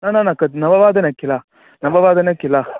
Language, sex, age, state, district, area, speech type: Sanskrit, male, 18-30, Karnataka, Shimoga, rural, conversation